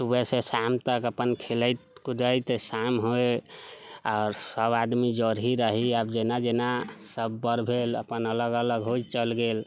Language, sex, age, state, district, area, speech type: Maithili, male, 30-45, Bihar, Sitamarhi, urban, spontaneous